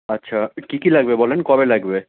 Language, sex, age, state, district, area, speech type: Bengali, male, 18-30, West Bengal, Malda, rural, conversation